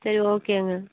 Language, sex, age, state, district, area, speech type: Tamil, female, 30-45, Tamil Nadu, Erode, rural, conversation